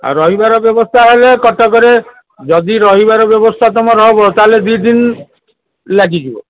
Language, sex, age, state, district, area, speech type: Odia, male, 60+, Odisha, Cuttack, urban, conversation